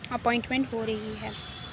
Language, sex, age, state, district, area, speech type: Urdu, female, 30-45, Uttar Pradesh, Aligarh, rural, spontaneous